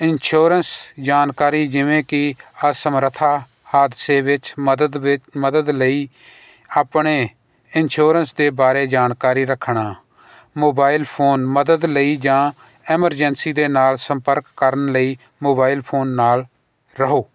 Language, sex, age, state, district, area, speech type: Punjabi, male, 45-60, Punjab, Jalandhar, urban, spontaneous